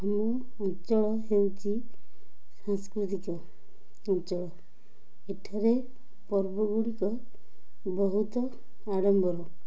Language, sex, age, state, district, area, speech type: Odia, female, 45-60, Odisha, Ganjam, urban, spontaneous